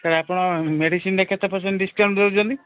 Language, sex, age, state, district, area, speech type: Odia, male, 45-60, Odisha, Sambalpur, rural, conversation